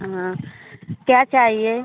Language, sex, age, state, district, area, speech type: Hindi, female, 45-60, Uttar Pradesh, Mau, rural, conversation